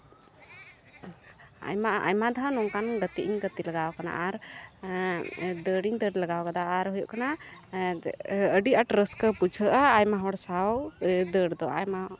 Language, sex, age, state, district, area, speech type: Santali, female, 18-30, West Bengal, Uttar Dinajpur, rural, spontaneous